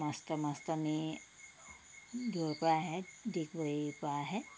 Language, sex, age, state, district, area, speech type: Assamese, female, 60+, Assam, Tinsukia, rural, spontaneous